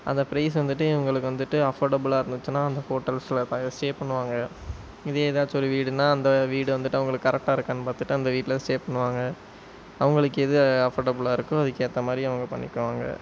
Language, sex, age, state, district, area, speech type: Tamil, male, 18-30, Tamil Nadu, Sivaganga, rural, spontaneous